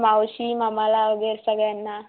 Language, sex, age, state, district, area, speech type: Marathi, female, 18-30, Maharashtra, Washim, urban, conversation